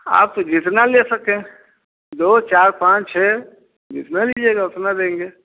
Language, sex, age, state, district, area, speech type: Hindi, male, 60+, Bihar, Samastipur, urban, conversation